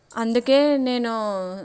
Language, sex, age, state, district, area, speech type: Telugu, female, 30-45, Andhra Pradesh, Anakapalli, urban, spontaneous